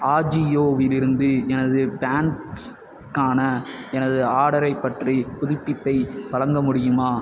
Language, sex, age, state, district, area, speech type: Tamil, male, 18-30, Tamil Nadu, Perambalur, rural, read